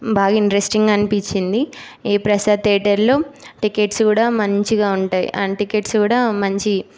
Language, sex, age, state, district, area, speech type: Telugu, female, 18-30, Telangana, Nagarkurnool, rural, spontaneous